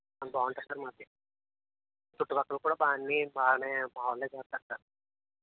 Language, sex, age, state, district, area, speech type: Telugu, male, 30-45, Andhra Pradesh, East Godavari, urban, conversation